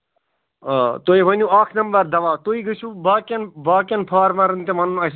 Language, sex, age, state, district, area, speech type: Kashmiri, male, 18-30, Jammu and Kashmir, Bandipora, rural, conversation